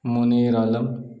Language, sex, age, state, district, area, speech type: Urdu, male, 30-45, Uttar Pradesh, Saharanpur, urban, spontaneous